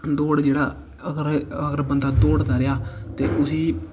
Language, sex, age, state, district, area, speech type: Dogri, male, 18-30, Jammu and Kashmir, Kathua, rural, spontaneous